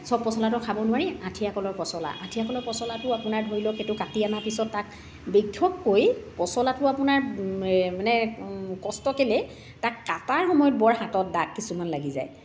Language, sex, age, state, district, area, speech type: Assamese, female, 45-60, Assam, Dibrugarh, rural, spontaneous